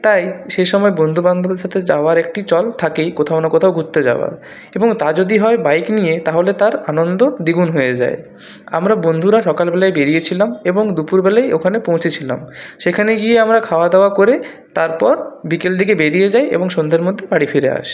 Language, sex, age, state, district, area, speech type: Bengali, male, 30-45, West Bengal, Purulia, urban, spontaneous